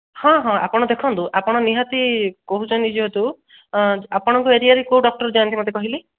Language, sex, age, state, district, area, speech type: Odia, male, 18-30, Odisha, Dhenkanal, rural, conversation